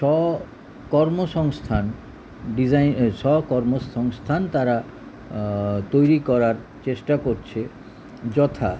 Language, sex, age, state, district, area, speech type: Bengali, male, 60+, West Bengal, Kolkata, urban, spontaneous